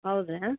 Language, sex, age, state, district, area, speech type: Kannada, female, 60+, Karnataka, Koppal, rural, conversation